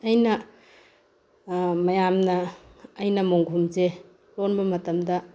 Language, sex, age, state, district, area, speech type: Manipuri, female, 45-60, Manipur, Bishnupur, rural, spontaneous